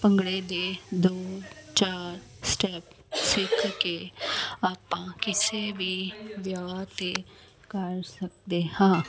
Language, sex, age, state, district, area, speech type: Punjabi, female, 30-45, Punjab, Jalandhar, urban, spontaneous